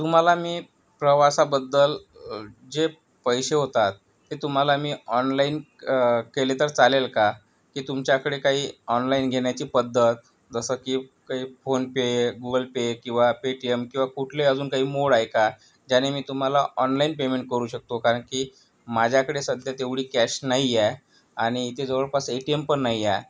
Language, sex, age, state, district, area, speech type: Marathi, male, 45-60, Maharashtra, Yavatmal, rural, spontaneous